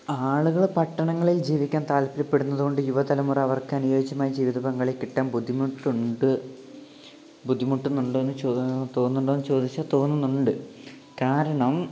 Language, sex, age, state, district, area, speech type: Malayalam, male, 18-30, Kerala, Wayanad, rural, spontaneous